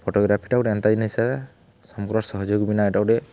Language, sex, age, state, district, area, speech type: Odia, male, 18-30, Odisha, Balangir, urban, spontaneous